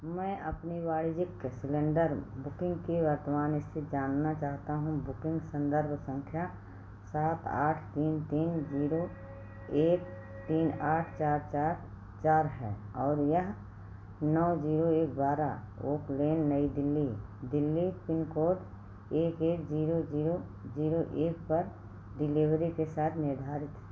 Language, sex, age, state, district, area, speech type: Hindi, female, 60+, Uttar Pradesh, Ayodhya, rural, read